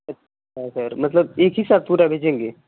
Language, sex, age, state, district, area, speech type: Hindi, male, 18-30, Uttar Pradesh, Mau, rural, conversation